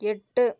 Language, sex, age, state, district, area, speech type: Tamil, female, 18-30, Tamil Nadu, Coimbatore, rural, read